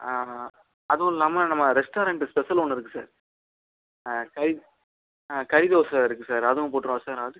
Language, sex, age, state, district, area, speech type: Tamil, male, 18-30, Tamil Nadu, Pudukkottai, rural, conversation